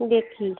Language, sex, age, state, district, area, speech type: Bengali, female, 30-45, West Bengal, Birbhum, urban, conversation